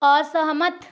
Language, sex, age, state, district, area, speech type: Hindi, female, 60+, Madhya Pradesh, Balaghat, rural, read